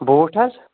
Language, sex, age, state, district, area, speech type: Kashmiri, male, 30-45, Jammu and Kashmir, Kulgam, rural, conversation